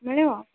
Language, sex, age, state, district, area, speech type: Odia, female, 30-45, Odisha, Subarnapur, urban, conversation